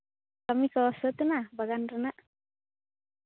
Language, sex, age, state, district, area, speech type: Santali, female, 30-45, Jharkhand, Seraikela Kharsawan, rural, conversation